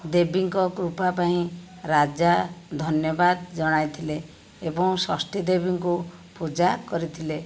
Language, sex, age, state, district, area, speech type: Odia, female, 60+, Odisha, Khordha, rural, read